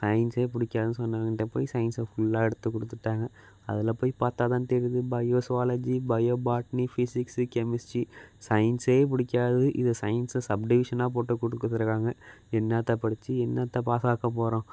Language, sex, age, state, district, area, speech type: Tamil, male, 18-30, Tamil Nadu, Thanjavur, urban, spontaneous